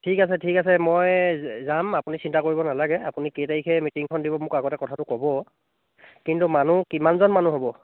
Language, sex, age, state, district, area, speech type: Assamese, male, 30-45, Assam, Charaideo, urban, conversation